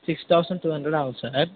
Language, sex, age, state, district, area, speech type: Tamil, male, 18-30, Tamil Nadu, Tiruvarur, urban, conversation